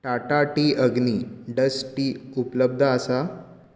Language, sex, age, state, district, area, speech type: Goan Konkani, male, 18-30, Goa, Bardez, urban, read